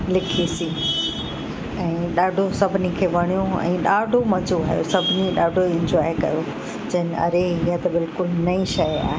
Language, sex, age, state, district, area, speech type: Sindhi, female, 45-60, Uttar Pradesh, Lucknow, rural, spontaneous